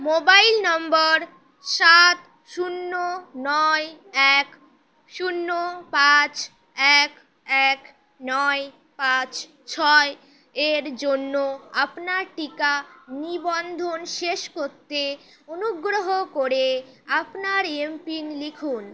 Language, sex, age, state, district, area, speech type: Bengali, female, 18-30, West Bengal, Howrah, urban, read